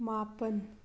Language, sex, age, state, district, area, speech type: Manipuri, female, 30-45, Manipur, Thoubal, urban, read